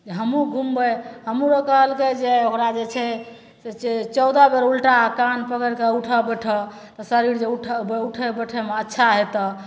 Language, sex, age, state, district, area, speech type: Maithili, female, 45-60, Bihar, Madhepura, rural, spontaneous